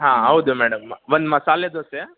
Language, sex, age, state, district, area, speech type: Kannada, male, 18-30, Karnataka, Mysore, urban, conversation